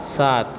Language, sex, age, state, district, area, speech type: Maithili, male, 30-45, Bihar, Supaul, urban, read